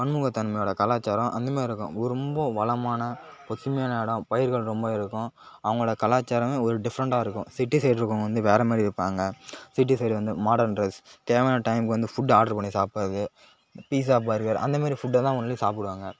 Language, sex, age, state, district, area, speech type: Tamil, male, 18-30, Tamil Nadu, Kallakurichi, urban, spontaneous